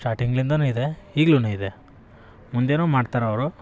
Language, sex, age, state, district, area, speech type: Kannada, male, 18-30, Karnataka, Vijayanagara, rural, spontaneous